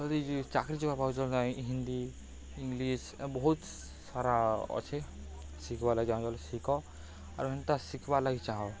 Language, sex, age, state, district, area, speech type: Odia, male, 18-30, Odisha, Balangir, urban, spontaneous